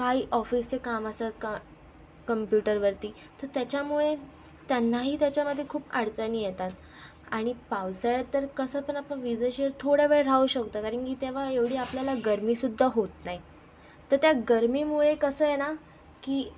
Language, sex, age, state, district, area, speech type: Marathi, female, 18-30, Maharashtra, Thane, urban, spontaneous